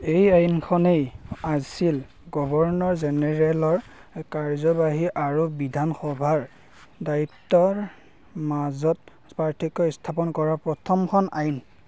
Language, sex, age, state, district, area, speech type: Assamese, male, 30-45, Assam, Darrang, rural, read